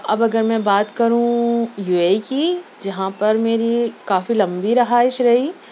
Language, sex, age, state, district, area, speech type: Urdu, female, 45-60, Maharashtra, Nashik, urban, spontaneous